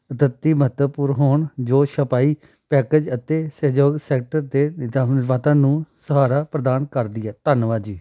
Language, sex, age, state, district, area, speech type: Punjabi, male, 30-45, Punjab, Amritsar, urban, spontaneous